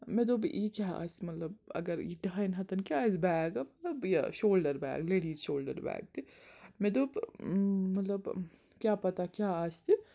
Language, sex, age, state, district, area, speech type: Kashmiri, female, 60+, Jammu and Kashmir, Srinagar, urban, spontaneous